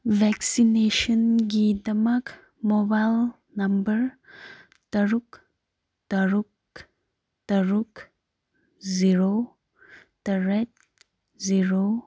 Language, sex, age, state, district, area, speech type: Manipuri, female, 18-30, Manipur, Kangpokpi, urban, read